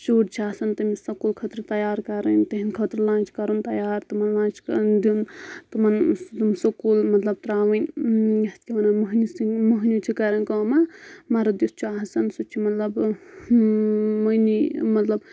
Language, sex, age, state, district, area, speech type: Kashmiri, female, 18-30, Jammu and Kashmir, Anantnag, rural, spontaneous